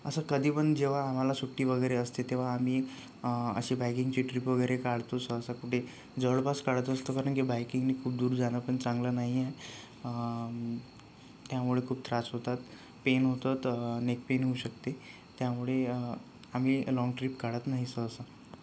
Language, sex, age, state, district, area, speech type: Marathi, male, 18-30, Maharashtra, Yavatmal, rural, spontaneous